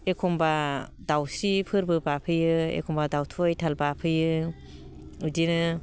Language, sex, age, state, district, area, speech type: Bodo, female, 30-45, Assam, Baksa, rural, spontaneous